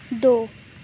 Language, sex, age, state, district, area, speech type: Urdu, female, 30-45, Uttar Pradesh, Aligarh, rural, read